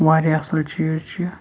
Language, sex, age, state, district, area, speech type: Kashmiri, male, 18-30, Jammu and Kashmir, Shopian, rural, spontaneous